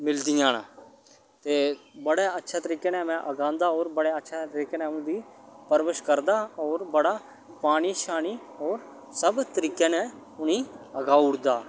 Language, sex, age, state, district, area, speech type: Dogri, male, 30-45, Jammu and Kashmir, Udhampur, rural, spontaneous